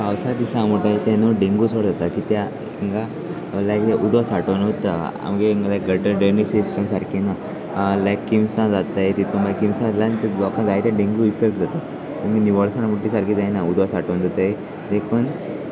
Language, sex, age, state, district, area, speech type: Goan Konkani, male, 18-30, Goa, Salcete, rural, spontaneous